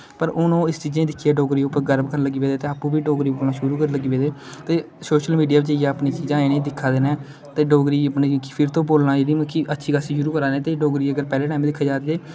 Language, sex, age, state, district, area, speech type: Dogri, male, 18-30, Jammu and Kashmir, Kathua, rural, spontaneous